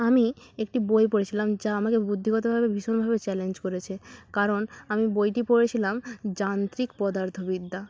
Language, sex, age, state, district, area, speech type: Bengali, female, 18-30, West Bengal, Purba Medinipur, rural, spontaneous